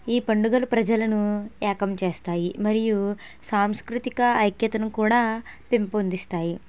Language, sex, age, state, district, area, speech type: Telugu, female, 18-30, Andhra Pradesh, N T Rama Rao, urban, spontaneous